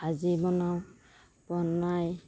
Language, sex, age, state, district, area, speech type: Assamese, female, 30-45, Assam, Darrang, rural, spontaneous